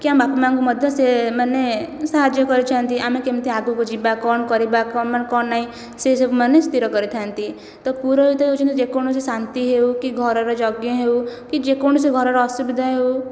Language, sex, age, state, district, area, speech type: Odia, female, 18-30, Odisha, Khordha, rural, spontaneous